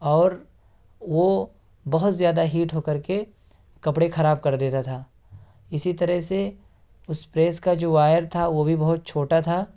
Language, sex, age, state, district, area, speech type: Urdu, male, 18-30, Uttar Pradesh, Ghaziabad, urban, spontaneous